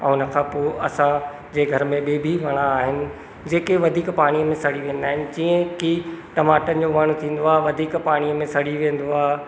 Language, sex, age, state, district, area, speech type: Sindhi, male, 30-45, Madhya Pradesh, Katni, rural, spontaneous